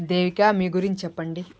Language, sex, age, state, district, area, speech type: Telugu, female, 30-45, Andhra Pradesh, Sri Balaji, rural, spontaneous